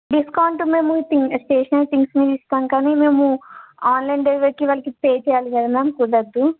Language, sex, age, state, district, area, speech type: Telugu, female, 18-30, Telangana, Yadadri Bhuvanagiri, urban, conversation